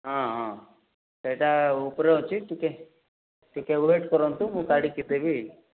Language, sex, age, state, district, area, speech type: Odia, male, 30-45, Odisha, Kalahandi, rural, conversation